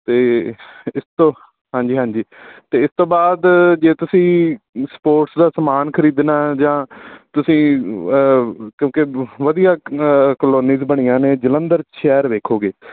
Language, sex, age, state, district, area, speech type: Punjabi, male, 30-45, Punjab, Amritsar, urban, conversation